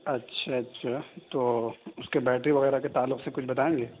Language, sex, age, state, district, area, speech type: Urdu, male, 18-30, Uttar Pradesh, Saharanpur, urban, conversation